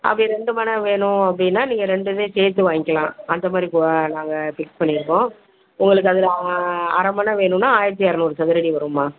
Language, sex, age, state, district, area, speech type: Tamil, female, 60+, Tamil Nadu, Virudhunagar, rural, conversation